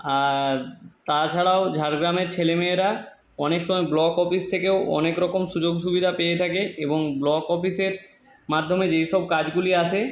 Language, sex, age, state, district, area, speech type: Bengali, male, 30-45, West Bengal, Jhargram, rural, spontaneous